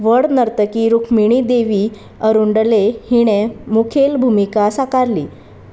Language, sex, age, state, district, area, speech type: Goan Konkani, female, 30-45, Goa, Sanguem, rural, spontaneous